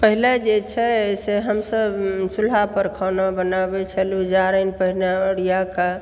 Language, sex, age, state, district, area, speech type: Maithili, female, 60+, Bihar, Supaul, rural, spontaneous